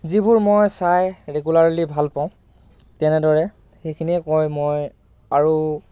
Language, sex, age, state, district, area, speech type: Assamese, male, 18-30, Assam, Lakhimpur, rural, spontaneous